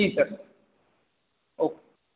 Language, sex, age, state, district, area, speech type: Hindi, male, 30-45, Madhya Pradesh, Hoshangabad, rural, conversation